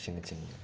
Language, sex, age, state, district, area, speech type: Manipuri, male, 30-45, Manipur, Imphal West, urban, spontaneous